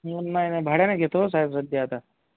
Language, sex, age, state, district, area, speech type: Marathi, male, 18-30, Maharashtra, Akola, rural, conversation